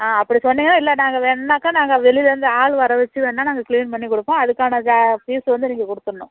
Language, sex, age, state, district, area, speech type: Tamil, female, 30-45, Tamil Nadu, Nagapattinam, urban, conversation